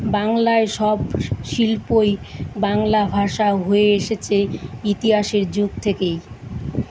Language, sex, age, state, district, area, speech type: Bengali, female, 45-60, West Bengal, Kolkata, urban, spontaneous